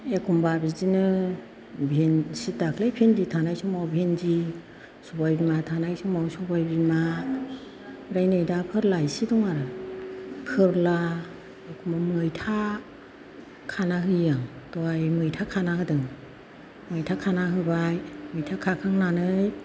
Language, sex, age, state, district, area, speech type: Bodo, female, 60+, Assam, Kokrajhar, urban, spontaneous